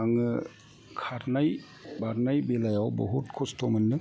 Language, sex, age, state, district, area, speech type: Bodo, male, 45-60, Assam, Kokrajhar, rural, spontaneous